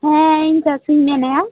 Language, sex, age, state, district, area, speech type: Santali, female, 18-30, West Bengal, Birbhum, rural, conversation